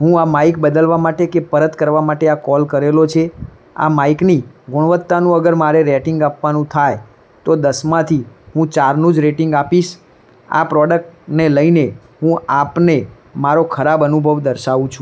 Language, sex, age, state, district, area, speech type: Gujarati, male, 18-30, Gujarat, Mehsana, rural, spontaneous